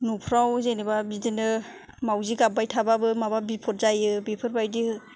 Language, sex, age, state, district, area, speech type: Bodo, female, 45-60, Assam, Kokrajhar, urban, spontaneous